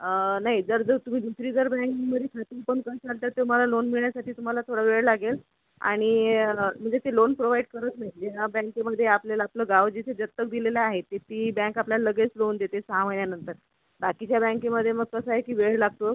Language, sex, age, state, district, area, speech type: Marathi, female, 30-45, Maharashtra, Akola, urban, conversation